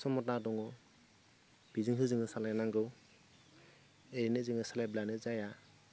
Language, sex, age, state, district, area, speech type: Bodo, male, 30-45, Assam, Goalpara, rural, spontaneous